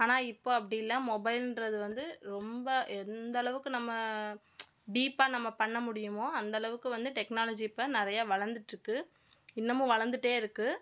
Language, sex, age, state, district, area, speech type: Tamil, female, 30-45, Tamil Nadu, Madurai, urban, spontaneous